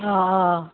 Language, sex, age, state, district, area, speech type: Assamese, female, 30-45, Assam, Barpeta, rural, conversation